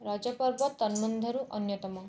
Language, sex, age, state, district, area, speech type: Odia, female, 18-30, Odisha, Cuttack, urban, spontaneous